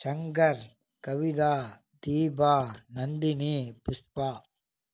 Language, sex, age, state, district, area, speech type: Tamil, male, 45-60, Tamil Nadu, Namakkal, rural, spontaneous